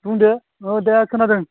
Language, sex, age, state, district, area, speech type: Bodo, male, 45-60, Assam, Udalguri, rural, conversation